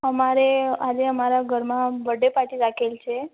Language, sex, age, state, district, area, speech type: Gujarati, female, 18-30, Gujarat, Ahmedabad, rural, conversation